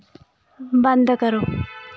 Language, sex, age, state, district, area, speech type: Dogri, female, 30-45, Jammu and Kashmir, Samba, urban, read